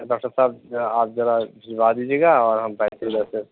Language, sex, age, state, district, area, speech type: Urdu, male, 30-45, Uttar Pradesh, Rampur, urban, conversation